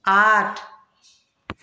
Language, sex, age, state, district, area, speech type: Hindi, female, 30-45, Bihar, Samastipur, rural, read